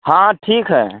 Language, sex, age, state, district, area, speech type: Hindi, male, 18-30, Uttar Pradesh, Azamgarh, rural, conversation